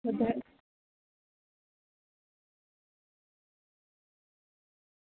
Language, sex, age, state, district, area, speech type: Gujarati, female, 18-30, Gujarat, Valsad, rural, conversation